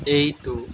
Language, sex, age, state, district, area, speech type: Assamese, male, 18-30, Assam, Jorhat, urban, read